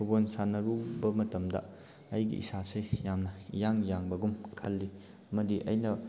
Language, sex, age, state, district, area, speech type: Manipuri, male, 18-30, Manipur, Thoubal, rural, spontaneous